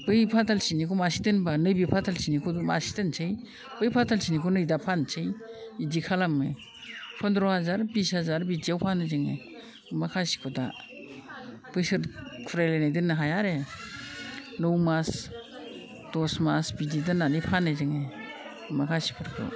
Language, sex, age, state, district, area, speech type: Bodo, female, 60+, Assam, Udalguri, rural, spontaneous